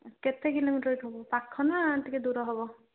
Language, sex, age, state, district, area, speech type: Odia, female, 60+, Odisha, Jharsuguda, rural, conversation